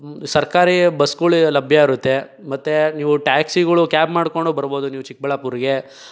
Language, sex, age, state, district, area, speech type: Kannada, male, 18-30, Karnataka, Chikkaballapur, rural, spontaneous